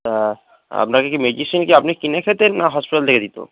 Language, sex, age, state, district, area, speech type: Bengali, male, 45-60, West Bengal, Dakshin Dinajpur, rural, conversation